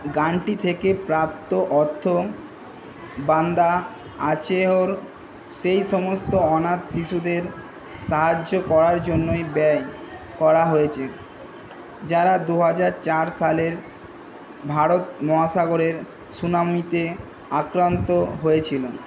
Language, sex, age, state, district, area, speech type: Bengali, male, 18-30, West Bengal, Kolkata, urban, read